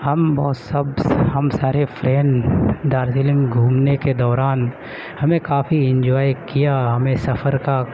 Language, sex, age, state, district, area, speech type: Urdu, male, 30-45, Uttar Pradesh, Gautam Buddha Nagar, urban, spontaneous